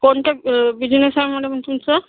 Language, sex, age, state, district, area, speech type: Marathi, female, 60+, Maharashtra, Nagpur, urban, conversation